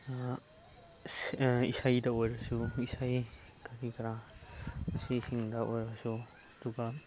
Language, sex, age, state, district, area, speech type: Manipuri, male, 30-45, Manipur, Chandel, rural, spontaneous